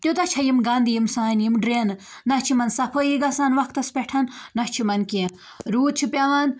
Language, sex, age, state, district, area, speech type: Kashmiri, female, 18-30, Jammu and Kashmir, Budgam, rural, spontaneous